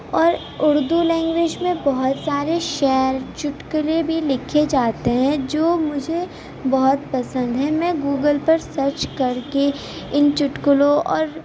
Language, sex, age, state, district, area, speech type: Urdu, female, 18-30, Uttar Pradesh, Gautam Buddha Nagar, urban, spontaneous